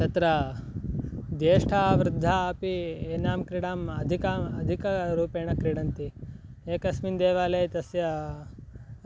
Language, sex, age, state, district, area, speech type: Sanskrit, male, 18-30, Karnataka, Chikkaballapur, rural, spontaneous